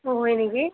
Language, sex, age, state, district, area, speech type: Assamese, female, 30-45, Assam, Nalbari, rural, conversation